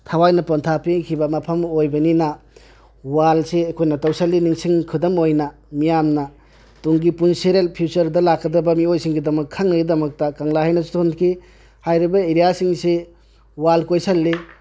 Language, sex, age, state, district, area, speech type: Manipuri, male, 60+, Manipur, Tengnoupal, rural, spontaneous